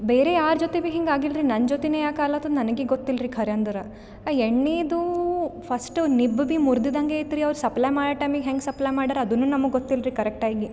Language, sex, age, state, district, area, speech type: Kannada, female, 18-30, Karnataka, Gulbarga, urban, spontaneous